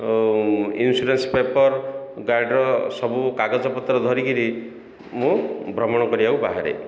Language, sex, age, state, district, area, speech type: Odia, male, 45-60, Odisha, Ganjam, urban, spontaneous